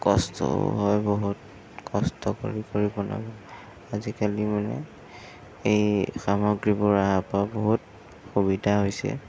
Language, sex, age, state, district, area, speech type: Assamese, male, 18-30, Assam, Sonitpur, urban, spontaneous